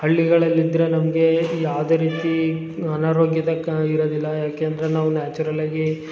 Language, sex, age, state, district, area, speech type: Kannada, male, 18-30, Karnataka, Hassan, rural, spontaneous